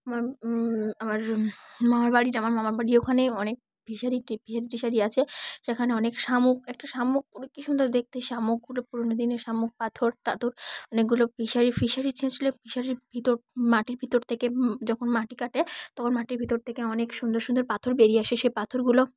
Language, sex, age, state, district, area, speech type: Bengali, female, 18-30, West Bengal, Dakshin Dinajpur, urban, spontaneous